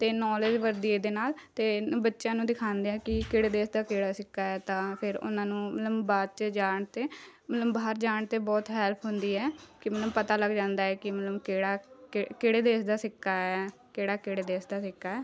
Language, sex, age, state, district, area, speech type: Punjabi, female, 18-30, Punjab, Shaheed Bhagat Singh Nagar, rural, spontaneous